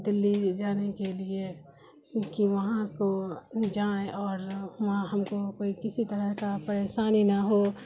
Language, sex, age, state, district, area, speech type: Urdu, female, 60+, Bihar, Khagaria, rural, spontaneous